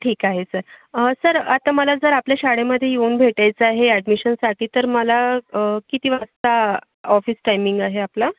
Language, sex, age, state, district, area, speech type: Marathi, female, 30-45, Maharashtra, Yavatmal, urban, conversation